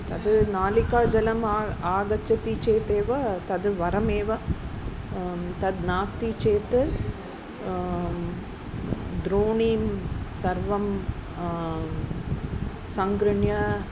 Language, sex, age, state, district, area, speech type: Sanskrit, female, 45-60, Tamil Nadu, Chennai, urban, spontaneous